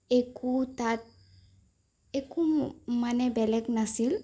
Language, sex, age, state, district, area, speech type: Assamese, female, 18-30, Assam, Sonitpur, rural, spontaneous